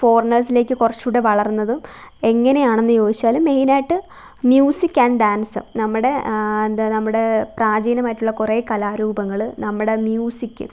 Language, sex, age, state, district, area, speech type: Malayalam, female, 18-30, Kerala, Alappuzha, rural, spontaneous